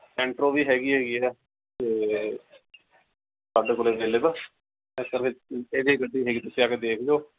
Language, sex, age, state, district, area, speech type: Punjabi, male, 45-60, Punjab, Mohali, urban, conversation